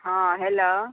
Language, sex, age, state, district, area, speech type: Maithili, female, 60+, Bihar, Saharsa, rural, conversation